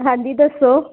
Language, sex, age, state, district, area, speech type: Punjabi, female, 30-45, Punjab, Amritsar, urban, conversation